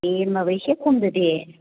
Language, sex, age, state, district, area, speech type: Bodo, female, 45-60, Assam, Chirang, rural, conversation